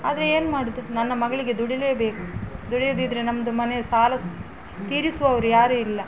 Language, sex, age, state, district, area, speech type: Kannada, female, 45-60, Karnataka, Udupi, rural, spontaneous